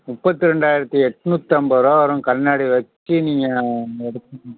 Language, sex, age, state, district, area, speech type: Tamil, male, 60+, Tamil Nadu, Nagapattinam, rural, conversation